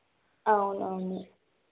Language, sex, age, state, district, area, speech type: Telugu, female, 18-30, Andhra Pradesh, N T Rama Rao, urban, conversation